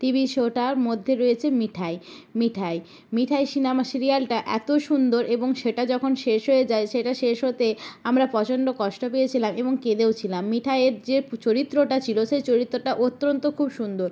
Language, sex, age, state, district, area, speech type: Bengali, female, 45-60, West Bengal, Jalpaiguri, rural, spontaneous